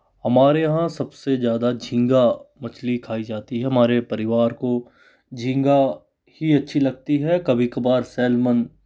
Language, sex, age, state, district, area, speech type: Hindi, male, 45-60, Madhya Pradesh, Bhopal, urban, spontaneous